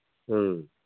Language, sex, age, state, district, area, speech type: Manipuri, male, 45-60, Manipur, Imphal East, rural, conversation